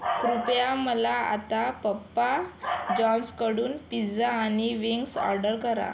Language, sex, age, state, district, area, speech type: Marathi, female, 18-30, Maharashtra, Yavatmal, rural, read